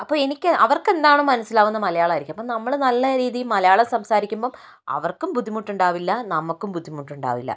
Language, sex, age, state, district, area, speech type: Malayalam, female, 18-30, Kerala, Kozhikode, urban, spontaneous